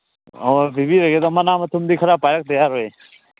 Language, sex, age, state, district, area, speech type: Manipuri, male, 18-30, Manipur, Churachandpur, rural, conversation